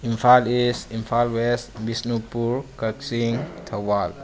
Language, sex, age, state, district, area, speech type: Manipuri, male, 18-30, Manipur, Bishnupur, rural, spontaneous